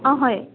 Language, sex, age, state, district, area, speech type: Assamese, female, 30-45, Assam, Dibrugarh, urban, conversation